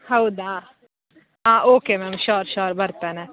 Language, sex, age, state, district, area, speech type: Kannada, female, 18-30, Karnataka, Dakshina Kannada, rural, conversation